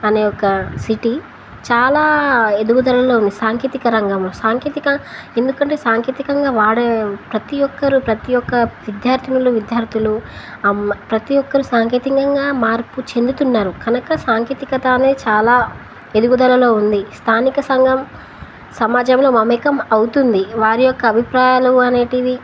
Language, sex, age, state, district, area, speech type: Telugu, female, 18-30, Telangana, Wanaparthy, urban, spontaneous